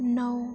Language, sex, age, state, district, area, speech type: Dogri, female, 18-30, Jammu and Kashmir, Udhampur, rural, read